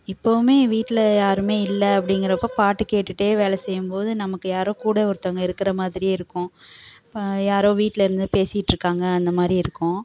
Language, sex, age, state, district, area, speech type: Tamil, female, 30-45, Tamil Nadu, Namakkal, rural, spontaneous